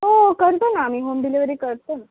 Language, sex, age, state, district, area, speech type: Marathi, female, 18-30, Maharashtra, Nanded, rural, conversation